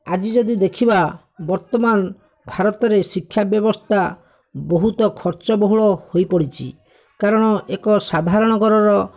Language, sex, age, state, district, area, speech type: Odia, male, 30-45, Odisha, Bhadrak, rural, spontaneous